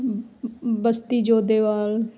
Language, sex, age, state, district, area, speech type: Punjabi, female, 30-45, Punjab, Ludhiana, urban, spontaneous